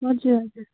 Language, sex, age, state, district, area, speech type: Nepali, female, 18-30, West Bengal, Darjeeling, rural, conversation